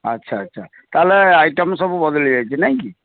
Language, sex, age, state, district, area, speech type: Odia, male, 45-60, Odisha, Kendrapara, urban, conversation